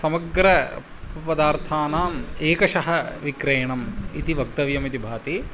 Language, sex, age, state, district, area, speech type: Sanskrit, male, 45-60, Tamil Nadu, Kanchipuram, urban, spontaneous